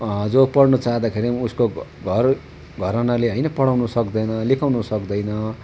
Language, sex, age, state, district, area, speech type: Nepali, male, 60+, West Bengal, Darjeeling, rural, spontaneous